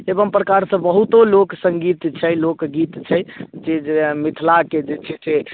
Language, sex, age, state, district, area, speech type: Maithili, male, 18-30, Bihar, Madhubani, rural, conversation